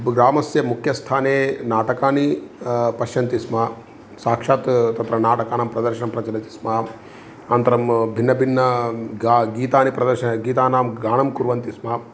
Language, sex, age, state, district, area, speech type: Sanskrit, male, 30-45, Telangana, Karimnagar, rural, spontaneous